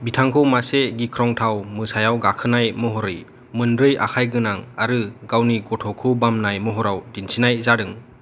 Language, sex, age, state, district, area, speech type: Bodo, male, 18-30, Assam, Chirang, urban, read